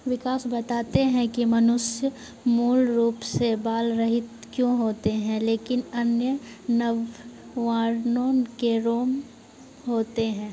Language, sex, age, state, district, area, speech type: Hindi, female, 18-30, Bihar, Madhepura, rural, read